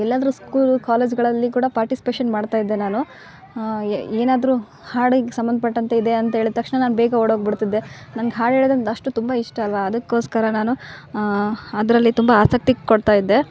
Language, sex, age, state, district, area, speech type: Kannada, female, 18-30, Karnataka, Vijayanagara, rural, spontaneous